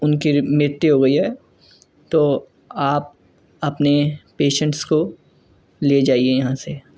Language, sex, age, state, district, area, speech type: Urdu, male, 18-30, Delhi, North East Delhi, urban, spontaneous